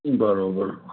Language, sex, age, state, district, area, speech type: Sindhi, male, 60+, Gujarat, Kutch, rural, conversation